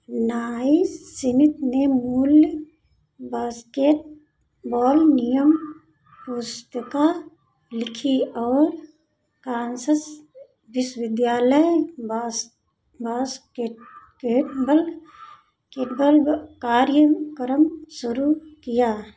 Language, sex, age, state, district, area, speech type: Hindi, female, 45-60, Uttar Pradesh, Ayodhya, rural, read